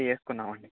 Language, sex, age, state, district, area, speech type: Telugu, male, 18-30, Andhra Pradesh, Annamaya, rural, conversation